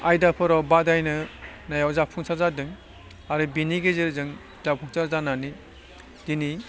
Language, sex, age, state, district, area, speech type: Bodo, male, 45-60, Assam, Udalguri, urban, spontaneous